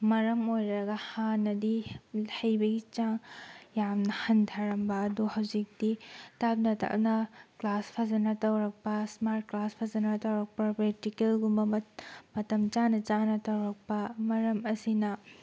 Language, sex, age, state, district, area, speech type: Manipuri, female, 18-30, Manipur, Tengnoupal, rural, spontaneous